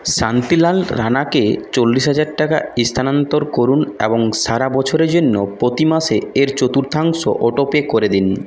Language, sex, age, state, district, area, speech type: Bengali, male, 18-30, West Bengal, Purulia, urban, read